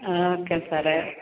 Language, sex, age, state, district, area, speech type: Malayalam, female, 45-60, Kerala, Alappuzha, rural, conversation